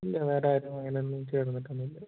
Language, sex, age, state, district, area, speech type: Malayalam, male, 45-60, Kerala, Kozhikode, urban, conversation